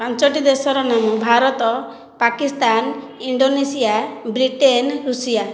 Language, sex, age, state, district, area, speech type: Odia, female, 30-45, Odisha, Khordha, rural, spontaneous